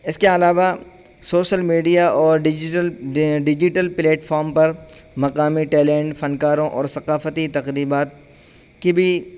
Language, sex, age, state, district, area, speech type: Urdu, male, 18-30, Uttar Pradesh, Saharanpur, urban, spontaneous